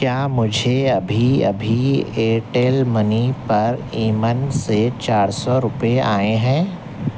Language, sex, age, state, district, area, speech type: Urdu, male, 45-60, Telangana, Hyderabad, urban, read